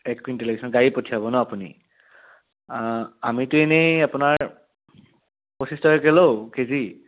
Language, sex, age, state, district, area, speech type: Assamese, male, 18-30, Assam, Biswanath, rural, conversation